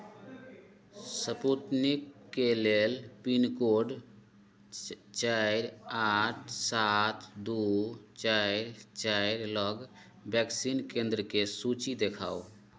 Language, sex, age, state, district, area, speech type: Maithili, male, 30-45, Bihar, Madhubani, rural, read